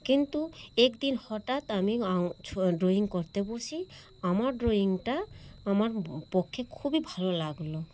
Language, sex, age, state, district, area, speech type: Bengali, female, 30-45, West Bengal, Malda, urban, spontaneous